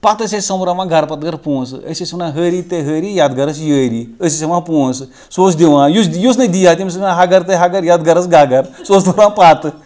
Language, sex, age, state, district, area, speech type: Kashmiri, male, 30-45, Jammu and Kashmir, Srinagar, rural, spontaneous